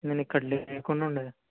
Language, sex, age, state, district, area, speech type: Telugu, male, 18-30, Telangana, Ranga Reddy, urban, conversation